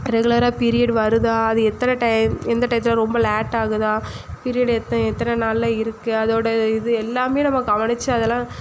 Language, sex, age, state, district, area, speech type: Tamil, female, 18-30, Tamil Nadu, Thoothukudi, rural, spontaneous